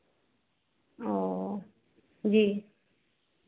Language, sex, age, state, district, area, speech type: Hindi, female, 45-60, Bihar, Madhepura, rural, conversation